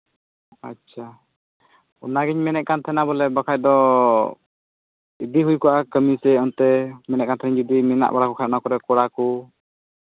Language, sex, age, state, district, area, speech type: Santali, male, 18-30, Jharkhand, Pakur, rural, conversation